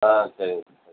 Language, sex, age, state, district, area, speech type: Tamil, female, 18-30, Tamil Nadu, Cuddalore, rural, conversation